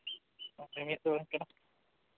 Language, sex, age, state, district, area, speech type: Santali, male, 18-30, Jharkhand, East Singhbhum, rural, conversation